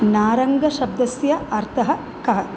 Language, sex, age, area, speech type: Sanskrit, female, 45-60, urban, read